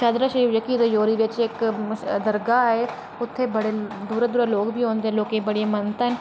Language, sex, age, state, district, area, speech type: Dogri, female, 30-45, Jammu and Kashmir, Reasi, rural, spontaneous